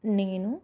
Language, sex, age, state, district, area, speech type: Telugu, female, 30-45, Telangana, Medchal, rural, spontaneous